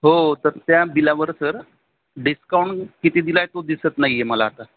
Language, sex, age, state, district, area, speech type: Marathi, male, 45-60, Maharashtra, Thane, rural, conversation